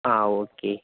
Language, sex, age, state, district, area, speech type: Malayalam, male, 30-45, Kerala, Wayanad, rural, conversation